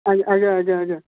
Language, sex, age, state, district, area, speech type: Odia, male, 30-45, Odisha, Sundergarh, urban, conversation